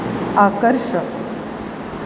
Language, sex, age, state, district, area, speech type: Marathi, female, 45-60, Maharashtra, Mumbai Suburban, urban, read